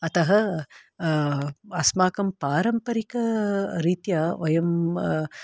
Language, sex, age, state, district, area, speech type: Sanskrit, female, 45-60, Karnataka, Bangalore Urban, urban, spontaneous